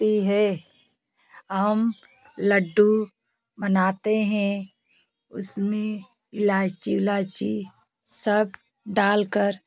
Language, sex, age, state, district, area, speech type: Hindi, female, 30-45, Uttar Pradesh, Jaunpur, rural, spontaneous